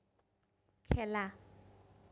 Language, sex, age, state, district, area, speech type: Assamese, female, 30-45, Assam, Sonitpur, rural, read